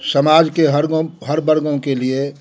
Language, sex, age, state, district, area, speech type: Hindi, male, 60+, Bihar, Darbhanga, rural, spontaneous